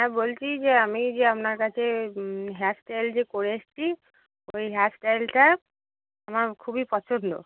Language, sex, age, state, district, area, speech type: Bengali, female, 30-45, West Bengal, Cooch Behar, rural, conversation